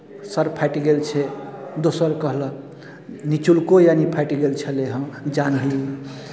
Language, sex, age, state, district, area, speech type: Maithili, male, 30-45, Bihar, Darbhanga, urban, spontaneous